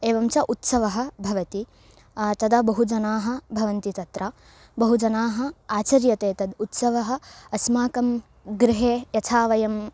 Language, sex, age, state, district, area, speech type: Sanskrit, female, 18-30, Karnataka, Hassan, rural, spontaneous